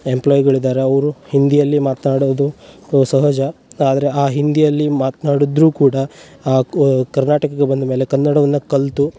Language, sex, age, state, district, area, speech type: Kannada, male, 18-30, Karnataka, Uttara Kannada, rural, spontaneous